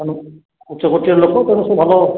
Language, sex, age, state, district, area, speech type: Odia, male, 60+, Odisha, Khordha, rural, conversation